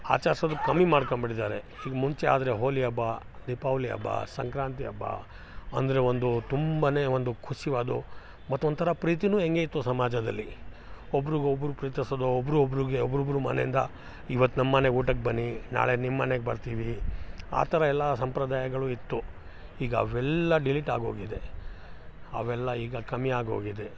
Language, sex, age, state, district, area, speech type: Kannada, male, 45-60, Karnataka, Chikkamagaluru, rural, spontaneous